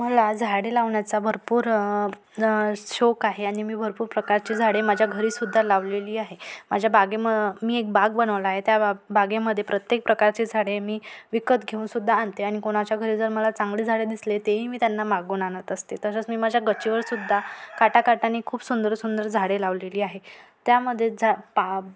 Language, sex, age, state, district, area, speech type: Marathi, female, 30-45, Maharashtra, Wardha, urban, spontaneous